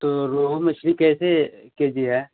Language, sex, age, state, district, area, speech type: Hindi, male, 18-30, Uttar Pradesh, Chandauli, urban, conversation